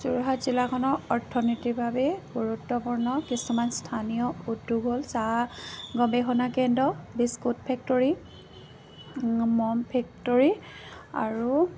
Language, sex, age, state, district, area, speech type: Assamese, female, 30-45, Assam, Jorhat, rural, spontaneous